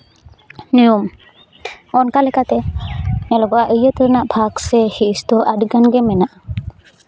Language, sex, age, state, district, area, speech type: Santali, female, 18-30, West Bengal, Jhargram, rural, spontaneous